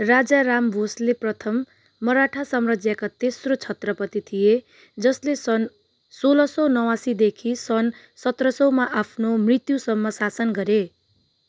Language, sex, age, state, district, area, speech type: Nepali, female, 30-45, West Bengal, Darjeeling, urban, read